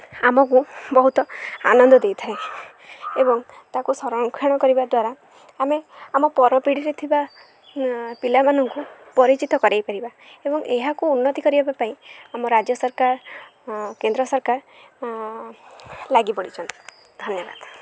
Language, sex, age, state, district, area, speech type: Odia, female, 18-30, Odisha, Jagatsinghpur, rural, spontaneous